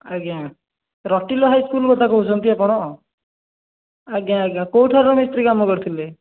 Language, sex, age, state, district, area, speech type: Odia, male, 30-45, Odisha, Puri, urban, conversation